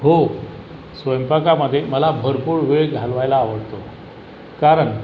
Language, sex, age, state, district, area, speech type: Marathi, male, 45-60, Maharashtra, Buldhana, rural, spontaneous